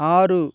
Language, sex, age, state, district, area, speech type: Tamil, male, 45-60, Tamil Nadu, Ariyalur, rural, read